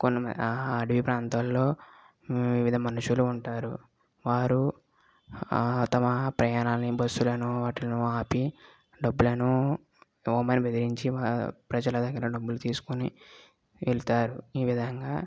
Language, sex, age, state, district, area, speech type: Telugu, female, 18-30, Andhra Pradesh, West Godavari, rural, spontaneous